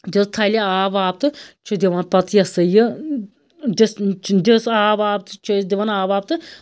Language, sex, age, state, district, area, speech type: Kashmiri, female, 30-45, Jammu and Kashmir, Anantnag, rural, spontaneous